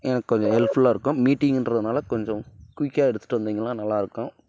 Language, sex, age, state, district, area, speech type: Tamil, female, 18-30, Tamil Nadu, Dharmapuri, urban, spontaneous